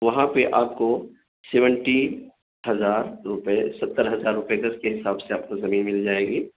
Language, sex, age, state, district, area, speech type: Urdu, male, 30-45, Delhi, South Delhi, urban, conversation